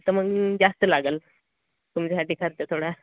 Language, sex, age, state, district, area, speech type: Marathi, male, 18-30, Maharashtra, Gadchiroli, rural, conversation